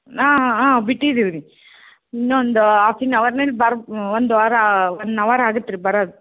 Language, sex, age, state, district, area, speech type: Kannada, female, 30-45, Karnataka, Koppal, rural, conversation